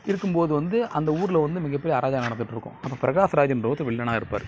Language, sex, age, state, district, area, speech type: Tamil, male, 30-45, Tamil Nadu, Nagapattinam, rural, spontaneous